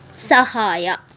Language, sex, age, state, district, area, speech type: Kannada, female, 18-30, Karnataka, Tumkur, rural, read